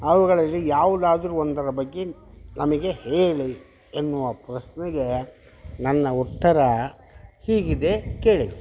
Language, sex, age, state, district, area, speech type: Kannada, male, 60+, Karnataka, Vijayanagara, rural, spontaneous